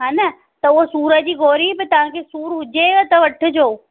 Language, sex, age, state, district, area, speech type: Sindhi, female, 45-60, Rajasthan, Ajmer, urban, conversation